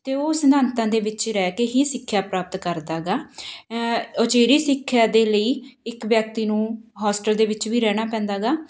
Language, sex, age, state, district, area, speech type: Punjabi, female, 30-45, Punjab, Patiala, rural, spontaneous